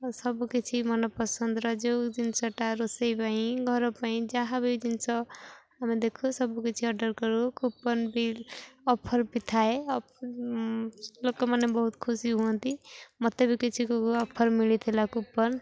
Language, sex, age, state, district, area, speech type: Odia, female, 18-30, Odisha, Jagatsinghpur, rural, spontaneous